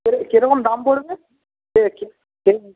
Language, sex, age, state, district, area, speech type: Bengali, male, 45-60, West Bengal, Jhargram, rural, conversation